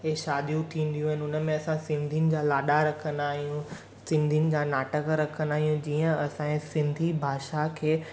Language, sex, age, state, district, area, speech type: Sindhi, male, 18-30, Gujarat, Surat, urban, spontaneous